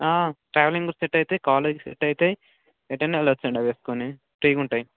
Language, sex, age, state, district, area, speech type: Telugu, male, 18-30, Telangana, Ranga Reddy, urban, conversation